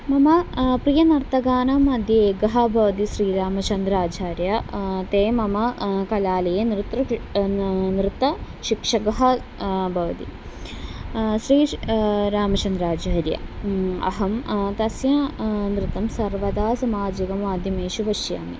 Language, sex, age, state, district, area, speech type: Sanskrit, female, 18-30, Kerala, Thrissur, rural, spontaneous